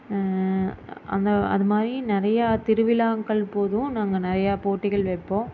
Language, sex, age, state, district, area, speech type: Tamil, female, 30-45, Tamil Nadu, Erode, rural, spontaneous